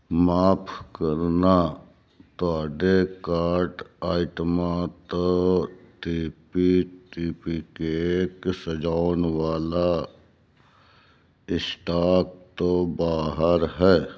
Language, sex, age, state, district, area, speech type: Punjabi, male, 60+, Punjab, Fazilka, rural, read